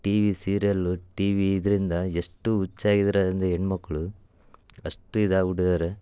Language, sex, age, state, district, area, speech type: Kannada, male, 30-45, Karnataka, Chitradurga, rural, spontaneous